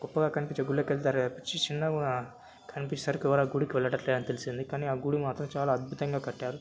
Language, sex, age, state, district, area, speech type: Telugu, male, 18-30, Telangana, Medchal, urban, spontaneous